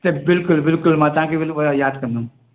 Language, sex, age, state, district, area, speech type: Sindhi, male, 60+, Maharashtra, Mumbai City, urban, conversation